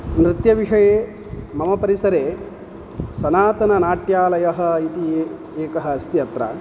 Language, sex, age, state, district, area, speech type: Sanskrit, male, 45-60, Karnataka, Udupi, urban, spontaneous